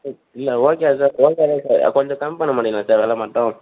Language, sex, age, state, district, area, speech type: Tamil, male, 18-30, Tamil Nadu, Vellore, urban, conversation